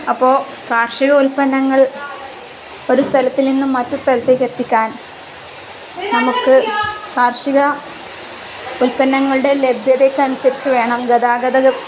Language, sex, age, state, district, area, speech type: Malayalam, female, 30-45, Kerala, Kozhikode, rural, spontaneous